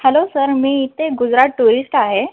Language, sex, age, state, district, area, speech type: Marathi, female, 30-45, Maharashtra, Thane, urban, conversation